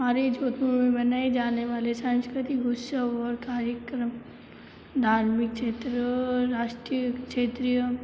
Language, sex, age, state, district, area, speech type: Hindi, female, 30-45, Rajasthan, Jodhpur, urban, spontaneous